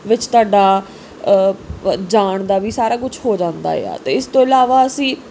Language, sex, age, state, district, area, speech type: Punjabi, female, 18-30, Punjab, Pathankot, rural, spontaneous